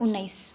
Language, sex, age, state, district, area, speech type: Nepali, female, 18-30, West Bengal, Jalpaiguri, urban, spontaneous